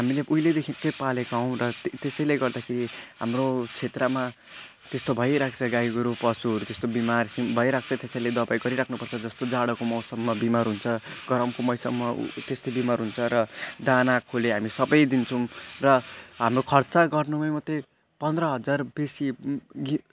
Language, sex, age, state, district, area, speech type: Nepali, male, 18-30, West Bengal, Jalpaiguri, rural, spontaneous